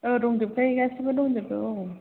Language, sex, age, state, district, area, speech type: Bodo, female, 30-45, Assam, Chirang, urban, conversation